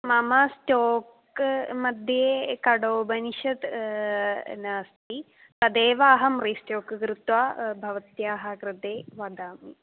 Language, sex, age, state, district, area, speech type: Sanskrit, female, 18-30, Kerala, Kollam, rural, conversation